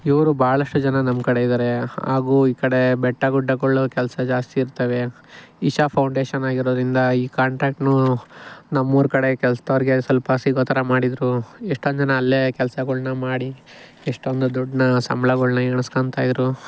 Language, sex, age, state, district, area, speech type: Kannada, male, 18-30, Karnataka, Chikkaballapur, rural, spontaneous